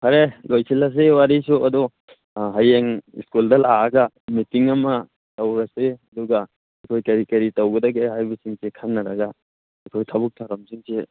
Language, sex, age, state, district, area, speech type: Manipuri, male, 30-45, Manipur, Churachandpur, rural, conversation